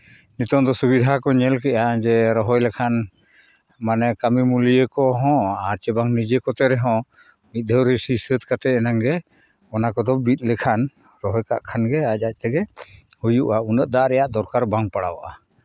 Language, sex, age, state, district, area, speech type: Santali, male, 45-60, Jharkhand, Seraikela Kharsawan, rural, spontaneous